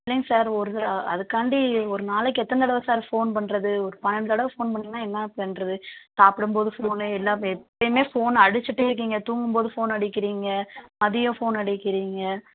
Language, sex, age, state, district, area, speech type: Tamil, female, 18-30, Tamil Nadu, Madurai, rural, conversation